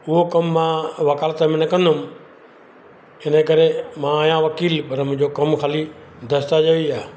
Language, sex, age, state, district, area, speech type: Sindhi, male, 60+, Gujarat, Surat, urban, spontaneous